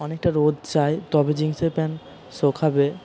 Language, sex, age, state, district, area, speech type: Bengali, male, 30-45, West Bengal, Purba Bardhaman, urban, spontaneous